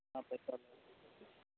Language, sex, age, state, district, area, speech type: Urdu, male, 60+, Bihar, Khagaria, rural, conversation